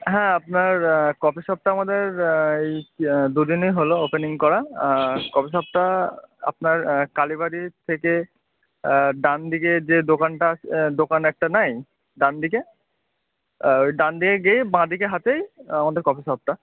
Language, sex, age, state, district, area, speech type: Bengali, male, 18-30, West Bengal, Murshidabad, urban, conversation